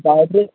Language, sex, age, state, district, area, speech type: Marathi, male, 18-30, Maharashtra, Nanded, rural, conversation